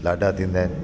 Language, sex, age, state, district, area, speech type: Sindhi, male, 45-60, Delhi, South Delhi, rural, spontaneous